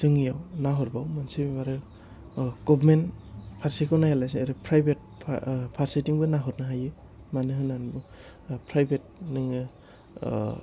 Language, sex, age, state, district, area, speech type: Bodo, male, 30-45, Assam, Chirang, rural, spontaneous